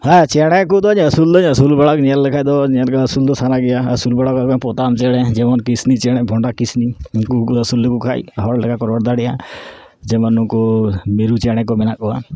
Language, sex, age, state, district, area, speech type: Santali, male, 30-45, West Bengal, Dakshin Dinajpur, rural, spontaneous